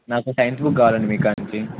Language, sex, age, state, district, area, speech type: Telugu, male, 18-30, Telangana, Ranga Reddy, urban, conversation